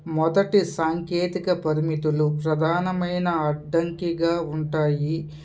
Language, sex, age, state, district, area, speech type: Telugu, male, 30-45, Andhra Pradesh, Kadapa, rural, spontaneous